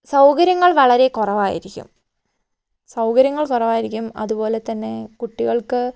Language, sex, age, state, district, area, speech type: Malayalam, female, 30-45, Kerala, Wayanad, rural, spontaneous